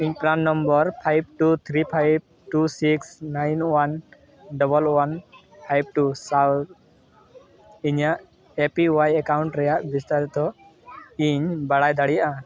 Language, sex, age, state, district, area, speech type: Santali, male, 18-30, West Bengal, Dakshin Dinajpur, rural, read